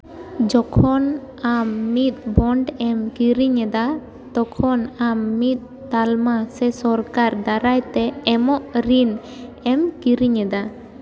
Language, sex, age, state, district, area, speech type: Santali, female, 18-30, West Bengal, Jhargram, rural, read